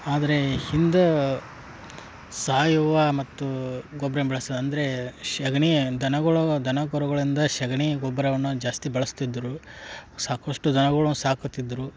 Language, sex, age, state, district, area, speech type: Kannada, male, 30-45, Karnataka, Dharwad, rural, spontaneous